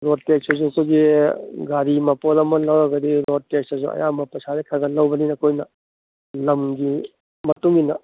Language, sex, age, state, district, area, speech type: Manipuri, male, 45-60, Manipur, Kangpokpi, urban, conversation